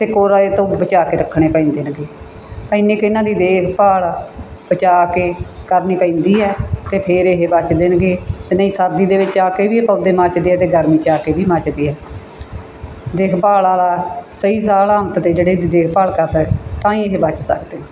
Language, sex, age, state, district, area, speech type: Punjabi, female, 60+, Punjab, Bathinda, rural, spontaneous